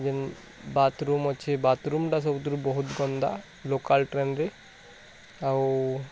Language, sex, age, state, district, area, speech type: Odia, male, 18-30, Odisha, Bargarh, urban, spontaneous